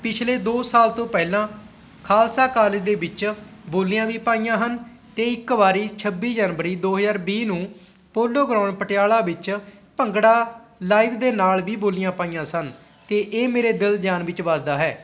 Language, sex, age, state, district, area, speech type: Punjabi, male, 18-30, Punjab, Patiala, rural, spontaneous